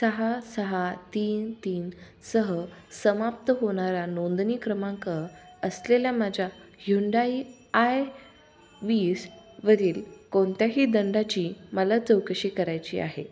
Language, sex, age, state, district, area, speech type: Marathi, female, 18-30, Maharashtra, Osmanabad, rural, read